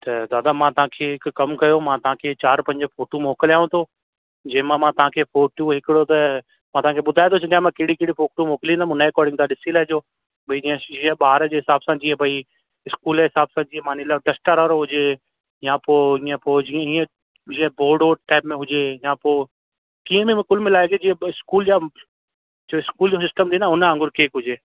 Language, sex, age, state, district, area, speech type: Sindhi, male, 18-30, Rajasthan, Ajmer, urban, conversation